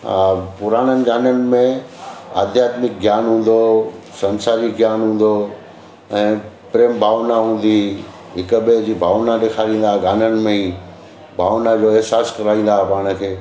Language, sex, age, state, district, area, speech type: Sindhi, male, 60+, Gujarat, Surat, urban, spontaneous